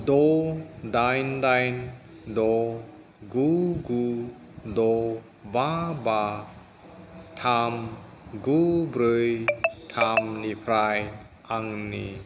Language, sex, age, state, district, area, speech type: Bodo, male, 45-60, Assam, Kokrajhar, urban, read